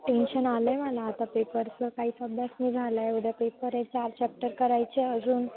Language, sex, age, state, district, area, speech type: Marathi, female, 18-30, Maharashtra, Nashik, urban, conversation